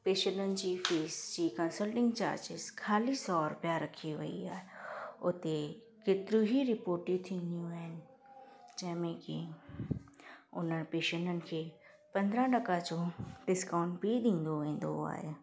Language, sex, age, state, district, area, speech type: Sindhi, female, 18-30, Gujarat, Surat, urban, spontaneous